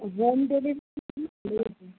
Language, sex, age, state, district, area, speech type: Bengali, female, 45-60, West Bengal, Birbhum, urban, conversation